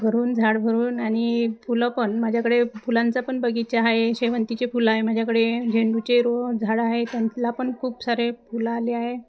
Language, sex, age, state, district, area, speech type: Marathi, female, 30-45, Maharashtra, Wardha, rural, spontaneous